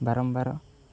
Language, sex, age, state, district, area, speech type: Odia, male, 18-30, Odisha, Jagatsinghpur, rural, spontaneous